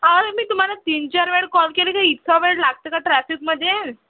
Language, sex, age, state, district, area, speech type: Marathi, female, 18-30, Maharashtra, Amravati, urban, conversation